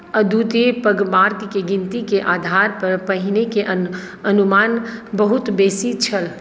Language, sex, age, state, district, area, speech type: Maithili, female, 30-45, Bihar, Madhubani, urban, read